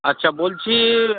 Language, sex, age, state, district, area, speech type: Bengali, male, 18-30, West Bengal, Uttar Dinajpur, rural, conversation